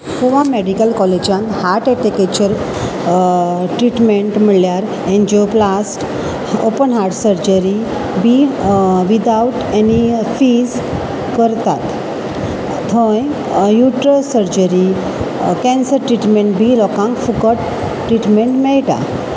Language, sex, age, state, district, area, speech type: Goan Konkani, female, 45-60, Goa, Salcete, urban, spontaneous